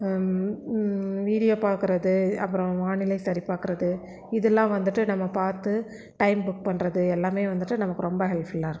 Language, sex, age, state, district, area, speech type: Tamil, female, 45-60, Tamil Nadu, Erode, rural, spontaneous